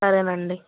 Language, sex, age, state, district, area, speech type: Telugu, female, 30-45, Andhra Pradesh, Krishna, rural, conversation